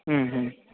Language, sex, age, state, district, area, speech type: Tamil, male, 30-45, Tamil Nadu, Dharmapuri, rural, conversation